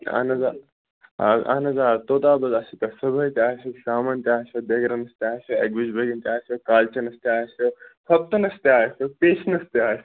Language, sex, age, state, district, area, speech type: Kashmiri, male, 18-30, Jammu and Kashmir, Baramulla, rural, conversation